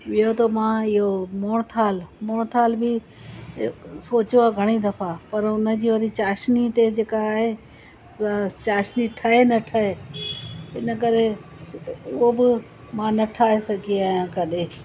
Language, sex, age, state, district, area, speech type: Sindhi, female, 60+, Gujarat, Surat, urban, spontaneous